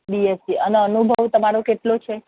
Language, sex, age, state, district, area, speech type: Gujarati, female, 30-45, Gujarat, Ahmedabad, urban, conversation